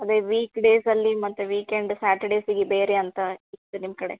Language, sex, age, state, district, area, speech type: Kannada, female, 30-45, Karnataka, Gulbarga, urban, conversation